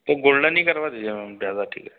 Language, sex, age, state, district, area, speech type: Hindi, male, 45-60, Madhya Pradesh, Betul, urban, conversation